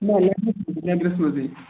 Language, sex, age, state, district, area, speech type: Kashmiri, male, 18-30, Jammu and Kashmir, Budgam, rural, conversation